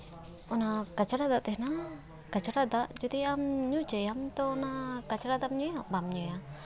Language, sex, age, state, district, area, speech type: Santali, female, 18-30, West Bengal, Paschim Bardhaman, rural, spontaneous